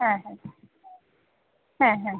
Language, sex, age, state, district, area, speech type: Bengali, female, 30-45, West Bengal, North 24 Parganas, urban, conversation